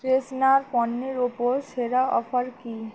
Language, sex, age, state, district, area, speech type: Bengali, female, 18-30, West Bengal, Birbhum, urban, read